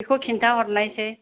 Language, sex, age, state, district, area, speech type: Bodo, female, 45-60, Assam, Kokrajhar, rural, conversation